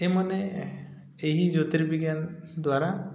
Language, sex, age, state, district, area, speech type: Odia, male, 30-45, Odisha, Koraput, urban, spontaneous